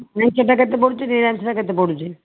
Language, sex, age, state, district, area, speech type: Odia, female, 45-60, Odisha, Balasore, rural, conversation